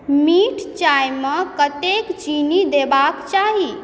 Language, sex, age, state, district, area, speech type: Maithili, female, 18-30, Bihar, Supaul, rural, read